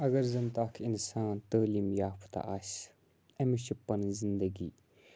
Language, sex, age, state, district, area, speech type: Kashmiri, male, 18-30, Jammu and Kashmir, Budgam, rural, spontaneous